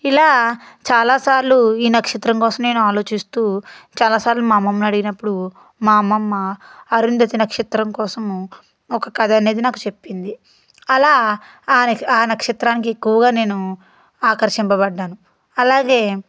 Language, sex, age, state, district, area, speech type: Telugu, female, 30-45, Andhra Pradesh, Guntur, urban, spontaneous